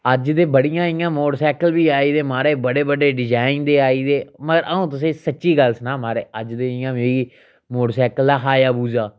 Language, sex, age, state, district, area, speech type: Dogri, male, 30-45, Jammu and Kashmir, Reasi, rural, spontaneous